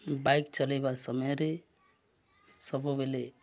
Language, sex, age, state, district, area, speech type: Odia, male, 45-60, Odisha, Nuapada, rural, spontaneous